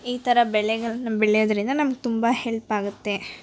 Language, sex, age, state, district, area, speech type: Kannada, female, 18-30, Karnataka, Koppal, rural, spontaneous